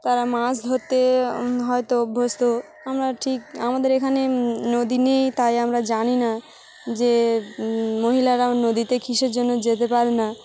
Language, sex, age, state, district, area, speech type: Bengali, female, 30-45, West Bengal, Dakshin Dinajpur, urban, spontaneous